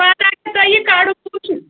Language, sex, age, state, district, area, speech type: Kashmiri, female, 30-45, Jammu and Kashmir, Anantnag, rural, conversation